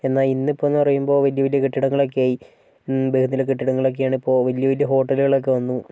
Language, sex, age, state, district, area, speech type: Malayalam, male, 30-45, Kerala, Wayanad, rural, spontaneous